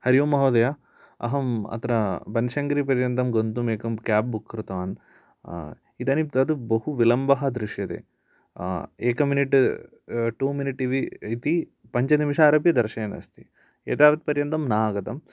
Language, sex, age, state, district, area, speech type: Sanskrit, male, 18-30, Kerala, Idukki, urban, spontaneous